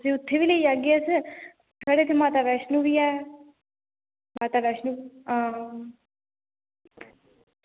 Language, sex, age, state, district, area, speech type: Dogri, female, 18-30, Jammu and Kashmir, Reasi, rural, conversation